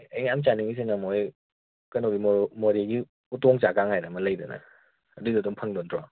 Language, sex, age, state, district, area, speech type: Manipuri, male, 18-30, Manipur, Kakching, rural, conversation